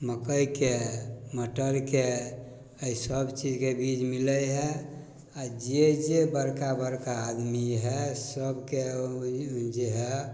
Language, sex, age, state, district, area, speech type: Maithili, male, 60+, Bihar, Samastipur, rural, spontaneous